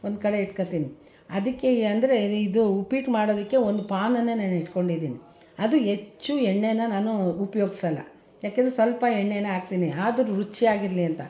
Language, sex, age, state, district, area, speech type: Kannada, female, 60+, Karnataka, Mysore, rural, spontaneous